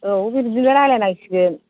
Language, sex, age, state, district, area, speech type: Bodo, female, 45-60, Assam, Kokrajhar, urban, conversation